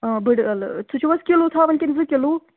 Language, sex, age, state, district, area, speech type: Kashmiri, female, 18-30, Jammu and Kashmir, Bandipora, rural, conversation